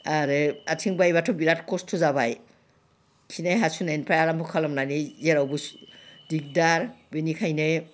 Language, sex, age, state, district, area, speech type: Bodo, female, 60+, Assam, Udalguri, urban, spontaneous